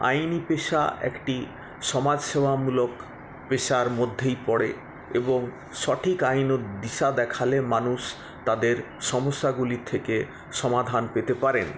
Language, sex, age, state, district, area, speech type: Bengali, male, 45-60, West Bengal, Paschim Bardhaman, urban, spontaneous